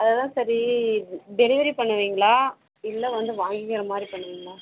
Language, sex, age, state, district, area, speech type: Tamil, female, 30-45, Tamil Nadu, Dharmapuri, rural, conversation